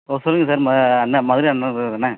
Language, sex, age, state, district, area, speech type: Tamil, male, 30-45, Tamil Nadu, Madurai, urban, conversation